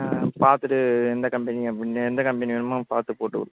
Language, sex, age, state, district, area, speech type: Tamil, male, 18-30, Tamil Nadu, Tiruvarur, urban, conversation